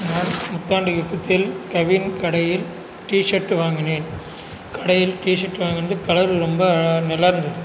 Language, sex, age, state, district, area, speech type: Tamil, male, 45-60, Tamil Nadu, Cuddalore, rural, spontaneous